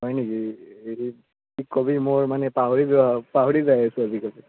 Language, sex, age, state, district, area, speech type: Assamese, male, 18-30, Assam, Udalguri, rural, conversation